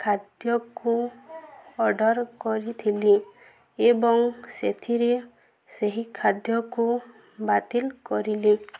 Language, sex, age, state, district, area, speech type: Odia, female, 18-30, Odisha, Balangir, urban, spontaneous